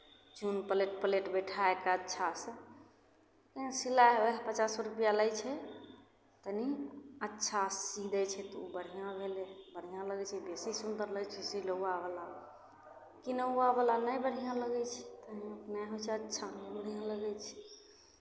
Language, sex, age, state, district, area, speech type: Maithili, female, 18-30, Bihar, Begusarai, rural, spontaneous